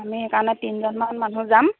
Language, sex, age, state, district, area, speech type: Assamese, female, 18-30, Assam, Lakhimpur, rural, conversation